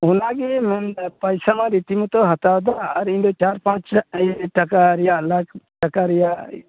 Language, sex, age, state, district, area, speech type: Santali, male, 45-60, West Bengal, Malda, rural, conversation